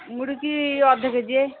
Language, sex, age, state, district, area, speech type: Odia, female, 45-60, Odisha, Angul, rural, conversation